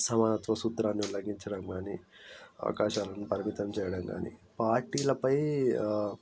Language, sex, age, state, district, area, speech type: Telugu, male, 18-30, Telangana, Ranga Reddy, urban, spontaneous